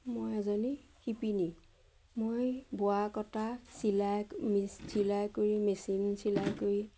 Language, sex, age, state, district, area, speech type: Assamese, female, 45-60, Assam, Majuli, urban, spontaneous